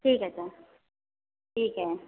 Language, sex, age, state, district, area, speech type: Hindi, female, 45-60, Uttar Pradesh, Azamgarh, rural, conversation